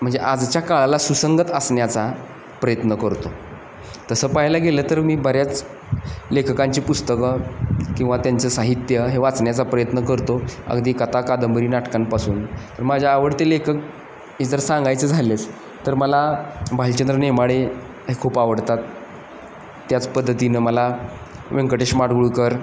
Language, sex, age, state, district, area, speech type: Marathi, male, 30-45, Maharashtra, Satara, urban, spontaneous